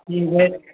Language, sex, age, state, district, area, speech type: Hindi, male, 30-45, Uttar Pradesh, Prayagraj, urban, conversation